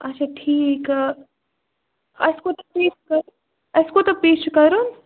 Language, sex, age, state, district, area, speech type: Kashmiri, female, 18-30, Jammu and Kashmir, Budgam, rural, conversation